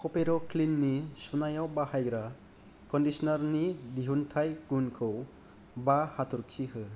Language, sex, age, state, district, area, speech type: Bodo, male, 30-45, Assam, Kokrajhar, rural, read